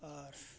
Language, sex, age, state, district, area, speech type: Santali, male, 45-60, Odisha, Mayurbhanj, rural, spontaneous